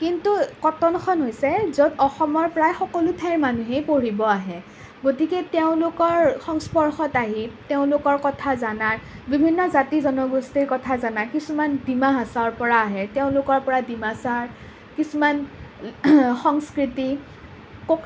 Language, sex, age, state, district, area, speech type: Assamese, other, 18-30, Assam, Nalbari, rural, spontaneous